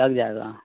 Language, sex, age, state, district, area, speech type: Urdu, male, 30-45, Uttar Pradesh, Gautam Buddha Nagar, rural, conversation